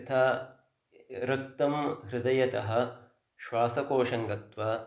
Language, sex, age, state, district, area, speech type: Sanskrit, male, 30-45, Karnataka, Uttara Kannada, rural, spontaneous